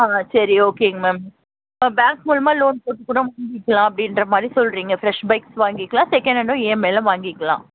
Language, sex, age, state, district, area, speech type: Tamil, female, 30-45, Tamil Nadu, Tiruvallur, urban, conversation